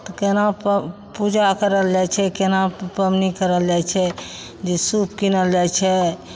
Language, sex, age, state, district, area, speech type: Maithili, female, 60+, Bihar, Begusarai, urban, spontaneous